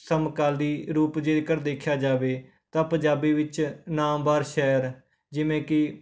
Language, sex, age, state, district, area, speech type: Punjabi, male, 18-30, Punjab, Rupnagar, rural, spontaneous